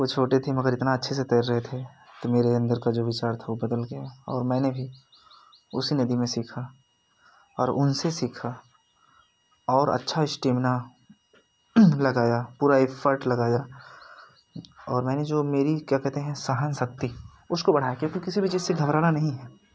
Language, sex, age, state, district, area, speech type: Hindi, male, 30-45, Uttar Pradesh, Jaunpur, rural, spontaneous